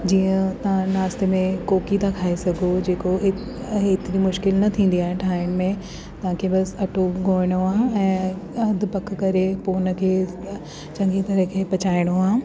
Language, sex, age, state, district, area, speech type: Sindhi, female, 30-45, Delhi, South Delhi, urban, spontaneous